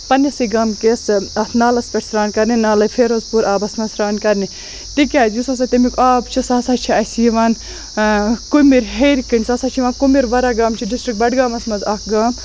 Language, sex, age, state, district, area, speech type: Kashmiri, female, 18-30, Jammu and Kashmir, Baramulla, rural, spontaneous